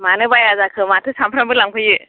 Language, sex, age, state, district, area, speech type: Bodo, female, 45-60, Assam, Kokrajhar, rural, conversation